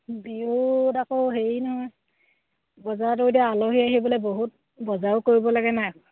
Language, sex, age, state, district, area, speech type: Assamese, female, 30-45, Assam, Sivasagar, rural, conversation